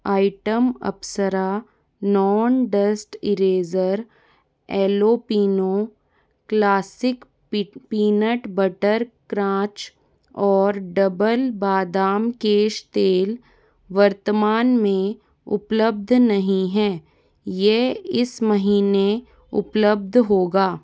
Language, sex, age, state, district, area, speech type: Hindi, female, 45-60, Rajasthan, Jaipur, urban, read